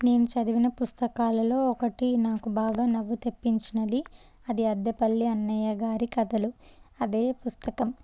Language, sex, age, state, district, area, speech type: Telugu, female, 18-30, Telangana, Jangaon, urban, spontaneous